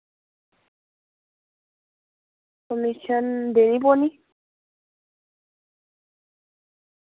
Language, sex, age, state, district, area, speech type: Dogri, female, 18-30, Jammu and Kashmir, Reasi, urban, conversation